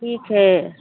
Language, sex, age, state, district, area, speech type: Hindi, female, 45-60, Uttar Pradesh, Mau, rural, conversation